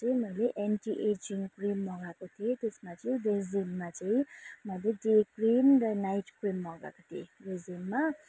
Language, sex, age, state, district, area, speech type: Nepali, female, 30-45, West Bengal, Kalimpong, rural, spontaneous